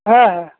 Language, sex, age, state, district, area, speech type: Bengali, male, 60+, West Bengal, Hooghly, rural, conversation